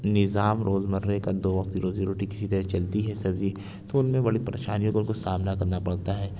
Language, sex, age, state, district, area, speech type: Urdu, male, 60+, Uttar Pradesh, Lucknow, urban, spontaneous